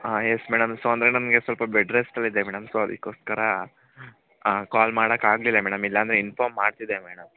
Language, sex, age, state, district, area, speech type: Kannada, male, 18-30, Karnataka, Kodagu, rural, conversation